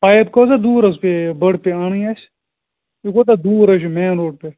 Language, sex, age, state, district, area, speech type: Kashmiri, male, 18-30, Jammu and Kashmir, Bandipora, rural, conversation